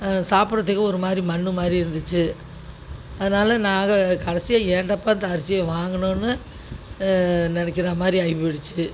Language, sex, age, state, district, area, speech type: Tamil, female, 60+, Tamil Nadu, Tiruchirappalli, rural, spontaneous